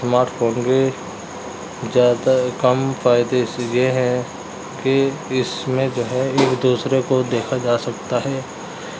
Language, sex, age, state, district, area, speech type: Urdu, male, 45-60, Uttar Pradesh, Muzaffarnagar, urban, spontaneous